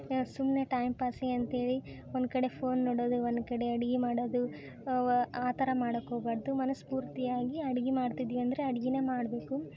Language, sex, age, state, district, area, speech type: Kannada, female, 18-30, Karnataka, Koppal, urban, spontaneous